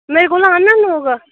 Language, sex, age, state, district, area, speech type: Dogri, female, 18-30, Jammu and Kashmir, Kathua, rural, conversation